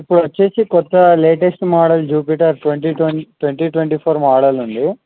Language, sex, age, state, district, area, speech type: Telugu, male, 18-30, Telangana, Ranga Reddy, urban, conversation